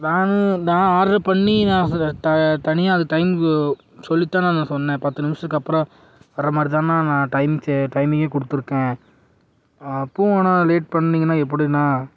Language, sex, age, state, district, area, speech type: Tamil, male, 18-30, Tamil Nadu, Tiruppur, rural, spontaneous